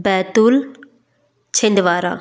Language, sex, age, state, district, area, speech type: Hindi, female, 18-30, Madhya Pradesh, Betul, urban, spontaneous